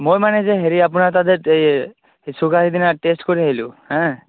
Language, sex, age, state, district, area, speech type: Assamese, male, 18-30, Assam, Barpeta, rural, conversation